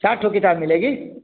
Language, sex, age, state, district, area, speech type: Hindi, male, 60+, Bihar, Samastipur, rural, conversation